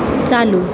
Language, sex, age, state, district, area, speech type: Marathi, female, 18-30, Maharashtra, Mumbai City, urban, read